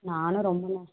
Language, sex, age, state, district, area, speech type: Tamil, female, 18-30, Tamil Nadu, Kallakurichi, rural, conversation